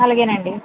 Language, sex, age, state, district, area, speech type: Telugu, female, 30-45, Andhra Pradesh, Konaseema, rural, conversation